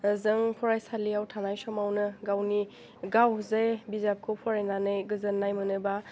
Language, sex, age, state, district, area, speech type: Bodo, female, 18-30, Assam, Udalguri, rural, spontaneous